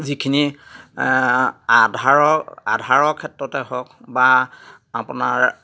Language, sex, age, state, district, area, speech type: Assamese, male, 45-60, Assam, Dhemaji, rural, spontaneous